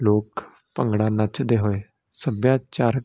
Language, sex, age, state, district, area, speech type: Punjabi, male, 18-30, Punjab, Hoshiarpur, urban, spontaneous